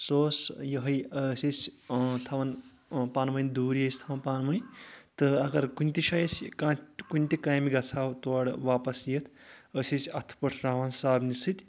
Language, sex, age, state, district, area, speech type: Kashmiri, male, 18-30, Jammu and Kashmir, Anantnag, rural, spontaneous